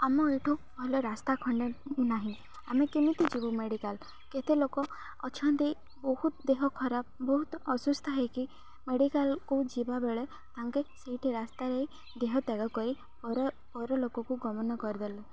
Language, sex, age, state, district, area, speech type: Odia, female, 18-30, Odisha, Malkangiri, urban, spontaneous